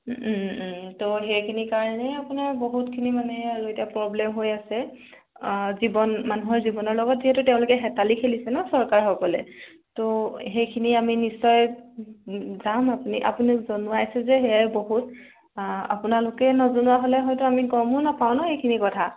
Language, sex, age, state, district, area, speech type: Assamese, female, 18-30, Assam, Jorhat, urban, conversation